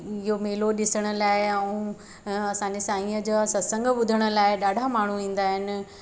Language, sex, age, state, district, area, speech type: Sindhi, female, 30-45, Madhya Pradesh, Katni, rural, spontaneous